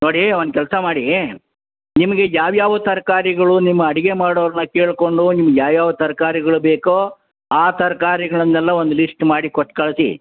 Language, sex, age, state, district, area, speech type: Kannada, male, 60+, Karnataka, Bellary, rural, conversation